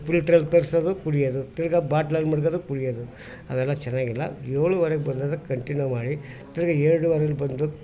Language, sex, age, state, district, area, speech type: Kannada, male, 60+, Karnataka, Mysore, urban, spontaneous